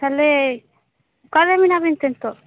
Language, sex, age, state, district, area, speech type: Santali, female, 18-30, West Bengal, Purba Bardhaman, rural, conversation